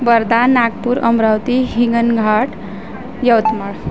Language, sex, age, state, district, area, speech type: Marathi, female, 18-30, Maharashtra, Wardha, rural, spontaneous